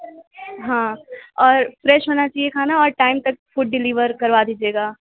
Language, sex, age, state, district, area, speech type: Urdu, female, 18-30, Uttar Pradesh, Mau, urban, conversation